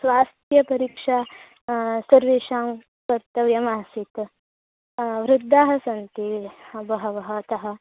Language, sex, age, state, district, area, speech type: Sanskrit, female, 18-30, Karnataka, Uttara Kannada, rural, conversation